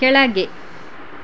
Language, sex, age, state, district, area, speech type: Kannada, female, 30-45, Karnataka, Chitradurga, rural, read